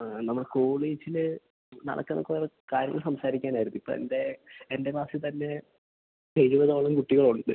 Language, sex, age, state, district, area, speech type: Malayalam, male, 18-30, Kerala, Idukki, rural, conversation